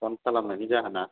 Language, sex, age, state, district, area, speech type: Bodo, male, 30-45, Assam, Udalguri, rural, conversation